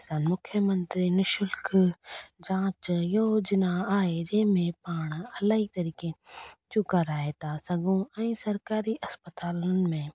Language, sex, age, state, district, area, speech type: Sindhi, female, 18-30, Rajasthan, Ajmer, urban, spontaneous